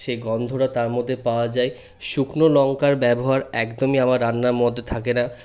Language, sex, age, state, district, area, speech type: Bengali, male, 30-45, West Bengal, Purulia, urban, spontaneous